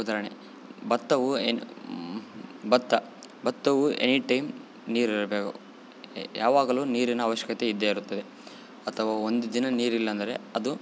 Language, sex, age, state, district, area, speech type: Kannada, male, 18-30, Karnataka, Bellary, rural, spontaneous